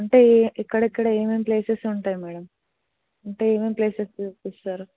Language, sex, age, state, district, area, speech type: Telugu, female, 18-30, Telangana, Hyderabad, rural, conversation